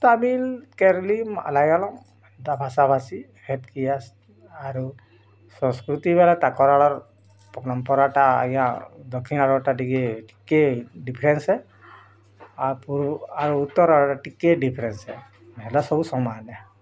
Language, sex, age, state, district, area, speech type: Odia, female, 30-45, Odisha, Bargarh, urban, spontaneous